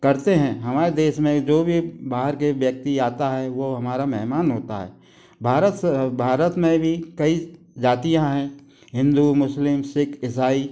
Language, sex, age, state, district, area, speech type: Hindi, male, 45-60, Madhya Pradesh, Gwalior, urban, spontaneous